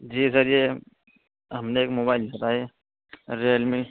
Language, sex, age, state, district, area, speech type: Urdu, male, 18-30, Uttar Pradesh, Saharanpur, urban, conversation